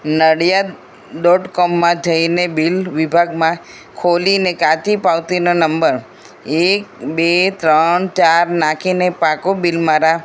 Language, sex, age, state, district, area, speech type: Gujarati, female, 60+, Gujarat, Kheda, rural, spontaneous